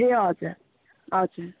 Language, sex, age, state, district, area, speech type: Nepali, female, 18-30, West Bengal, Kalimpong, rural, conversation